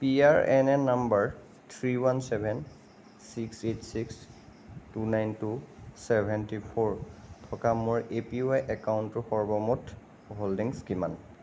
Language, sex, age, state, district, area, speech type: Assamese, male, 45-60, Assam, Nagaon, rural, read